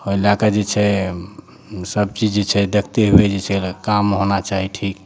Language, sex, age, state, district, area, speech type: Maithili, male, 30-45, Bihar, Madhepura, rural, spontaneous